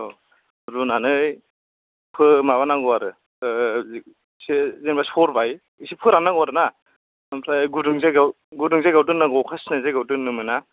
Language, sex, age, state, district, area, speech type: Bodo, male, 45-60, Assam, Kokrajhar, rural, conversation